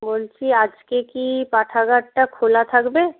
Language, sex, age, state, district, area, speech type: Bengali, female, 18-30, West Bengal, Purba Medinipur, rural, conversation